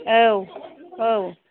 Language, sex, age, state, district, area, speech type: Bodo, female, 60+, Assam, Kokrajhar, rural, conversation